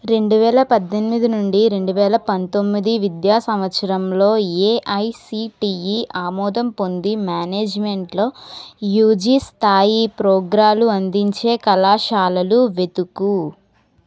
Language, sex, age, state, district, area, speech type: Telugu, female, 30-45, Andhra Pradesh, Kakinada, urban, read